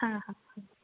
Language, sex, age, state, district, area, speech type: Kannada, female, 18-30, Karnataka, Gulbarga, urban, conversation